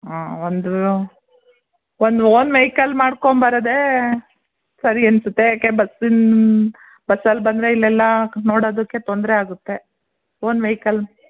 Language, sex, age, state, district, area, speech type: Kannada, female, 45-60, Karnataka, Mandya, rural, conversation